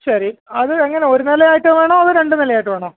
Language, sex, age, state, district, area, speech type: Malayalam, male, 30-45, Kerala, Alappuzha, rural, conversation